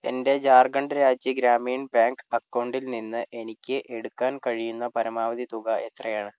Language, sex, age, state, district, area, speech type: Malayalam, male, 60+, Kerala, Kozhikode, urban, read